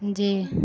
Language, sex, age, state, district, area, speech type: Urdu, female, 18-30, Bihar, Saharsa, rural, spontaneous